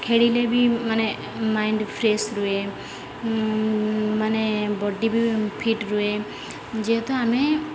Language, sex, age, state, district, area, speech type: Odia, female, 30-45, Odisha, Sundergarh, urban, spontaneous